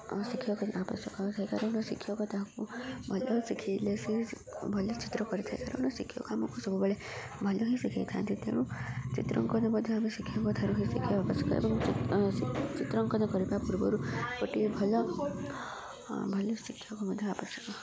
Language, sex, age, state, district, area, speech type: Odia, female, 18-30, Odisha, Koraput, urban, spontaneous